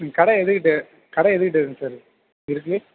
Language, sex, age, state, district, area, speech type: Tamil, male, 18-30, Tamil Nadu, Mayiladuthurai, urban, conversation